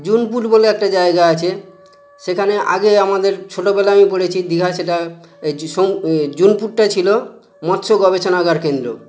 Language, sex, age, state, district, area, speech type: Bengali, male, 45-60, West Bengal, Howrah, urban, spontaneous